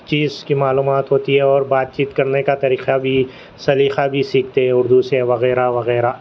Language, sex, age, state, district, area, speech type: Urdu, male, 18-30, Telangana, Hyderabad, urban, spontaneous